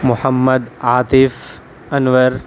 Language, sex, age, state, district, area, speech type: Urdu, male, 18-30, Delhi, South Delhi, urban, spontaneous